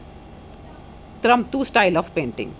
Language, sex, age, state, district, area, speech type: Dogri, female, 30-45, Jammu and Kashmir, Jammu, urban, spontaneous